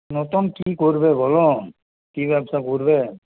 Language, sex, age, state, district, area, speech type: Bengali, male, 60+, West Bengal, Paschim Bardhaman, rural, conversation